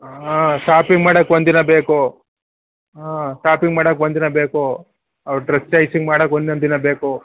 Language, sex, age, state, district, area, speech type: Kannada, male, 30-45, Karnataka, Mysore, rural, conversation